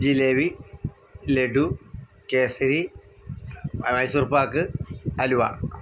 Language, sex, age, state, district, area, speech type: Malayalam, male, 60+, Kerala, Wayanad, rural, spontaneous